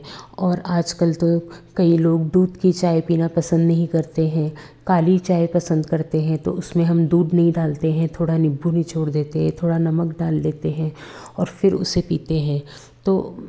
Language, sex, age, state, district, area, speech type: Hindi, female, 45-60, Madhya Pradesh, Betul, urban, spontaneous